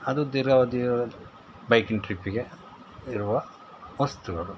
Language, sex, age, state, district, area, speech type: Kannada, male, 45-60, Karnataka, Shimoga, rural, spontaneous